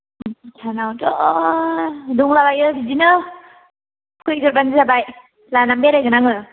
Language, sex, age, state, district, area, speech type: Bodo, female, 18-30, Assam, Kokrajhar, rural, conversation